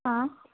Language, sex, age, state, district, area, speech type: Marathi, female, 18-30, Maharashtra, Osmanabad, rural, conversation